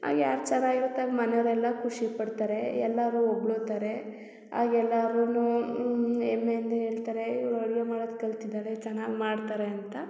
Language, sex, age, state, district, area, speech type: Kannada, female, 30-45, Karnataka, Hassan, urban, spontaneous